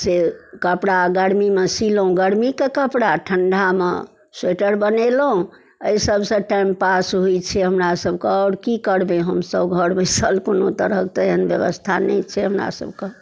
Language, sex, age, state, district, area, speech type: Maithili, female, 60+, Bihar, Darbhanga, urban, spontaneous